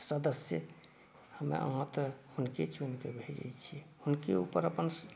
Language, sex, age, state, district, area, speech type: Maithili, male, 60+, Bihar, Saharsa, urban, spontaneous